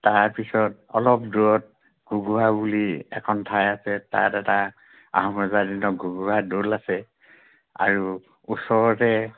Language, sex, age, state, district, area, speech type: Assamese, male, 60+, Assam, Dhemaji, rural, conversation